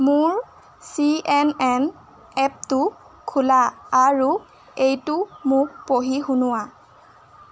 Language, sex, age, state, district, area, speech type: Assamese, female, 18-30, Assam, Jorhat, urban, read